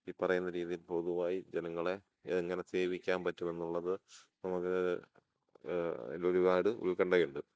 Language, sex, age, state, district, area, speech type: Malayalam, male, 30-45, Kerala, Idukki, rural, spontaneous